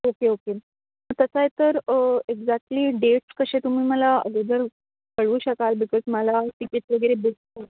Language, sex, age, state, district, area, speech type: Marathi, female, 18-30, Maharashtra, Pune, urban, conversation